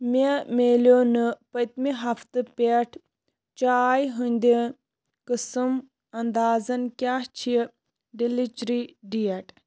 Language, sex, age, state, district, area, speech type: Kashmiri, female, 18-30, Jammu and Kashmir, Kulgam, rural, read